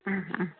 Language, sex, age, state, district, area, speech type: Malayalam, female, 18-30, Kerala, Malappuram, rural, conversation